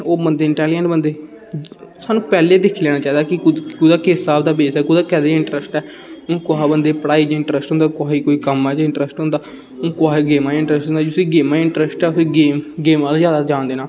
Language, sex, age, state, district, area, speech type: Dogri, male, 18-30, Jammu and Kashmir, Samba, rural, spontaneous